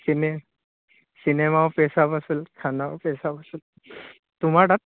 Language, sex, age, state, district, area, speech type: Assamese, male, 18-30, Assam, Charaideo, rural, conversation